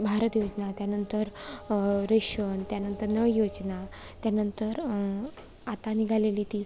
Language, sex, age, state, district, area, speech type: Marathi, female, 18-30, Maharashtra, Sindhudurg, rural, spontaneous